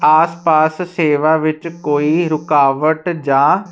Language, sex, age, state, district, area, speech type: Punjabi, male, 45-60, Punjab, Ludhiana, urban, read